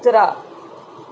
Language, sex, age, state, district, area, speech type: Marathi, female, 60+, Maharashtra, Mumbai Suburban, urban, read